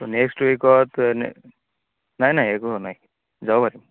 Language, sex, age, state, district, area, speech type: Assamese, male, 18-30, Assam, Barpeta, rural, conversation